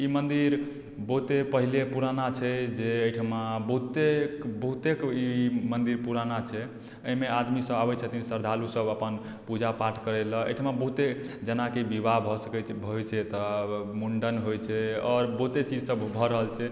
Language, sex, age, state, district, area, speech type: Maithili, male, 18-30, Bihar, Madhubani, rural, spontaneous